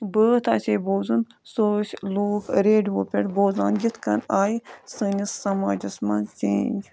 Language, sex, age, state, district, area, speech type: Kashmiri, female, 18-30, Jammu and Kashmir, Budgam, rural, spontaneous